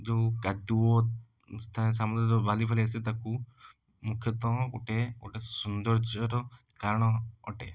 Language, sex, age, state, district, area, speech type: Odia, male, 18-30, Odisha, Puri, urban, spontaneous